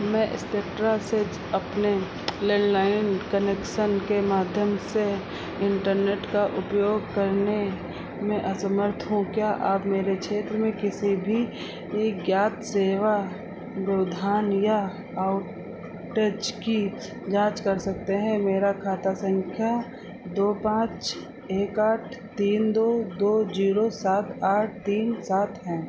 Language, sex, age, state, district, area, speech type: Hindi, female, 45-60, Uttar Pradesh, Sitapur, rural, read